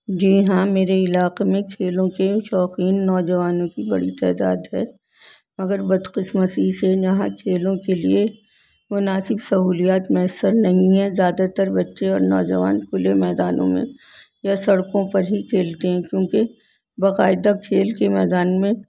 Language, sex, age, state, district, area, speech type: Urdu, female, 60+, Delhi, North East Delhi, urban, spontaneous